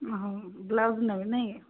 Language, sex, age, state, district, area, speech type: Odia, female, 45-60, Odisha, Angul, rural, conversation